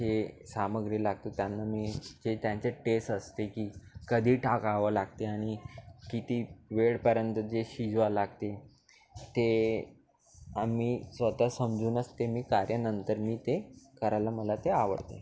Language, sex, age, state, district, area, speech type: Marathi, male, 18-30, Maharashtra, Nagpur, urban, spontaneous